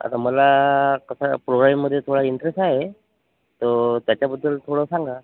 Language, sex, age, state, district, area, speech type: Marathi, male, 45-60, Maharashtra, Amravati, rural, conversation